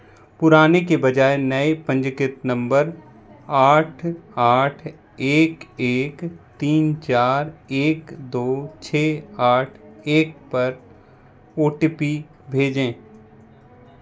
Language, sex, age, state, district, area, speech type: Hindi, male, 30-45, Madhya Pradesh, Bhopal, urban, read